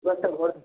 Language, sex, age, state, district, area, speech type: Bengali, male, 18-30, West Bengal, Kolkata, urban, conversation